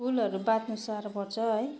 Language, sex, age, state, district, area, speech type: Nepali, female, 45-60, West Bengal, Darjeeling, rural, spontaneous